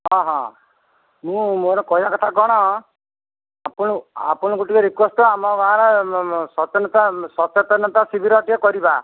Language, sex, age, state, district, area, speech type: Odia, male, 45-60, Odisha, Jagatsinghpur, urban, conversation